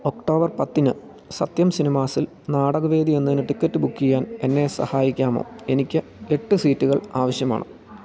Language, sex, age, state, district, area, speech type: Malayalam, male, 30-45, Kerala, Idukki, rural, read